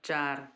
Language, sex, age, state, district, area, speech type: Hindi, female, 60+, Madhya Pradesh, Ujjain, urban, read